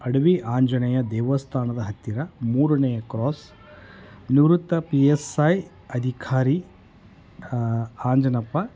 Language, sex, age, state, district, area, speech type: Kannada, male, 30-45, Karnataka, Koppal, rural, spontaneous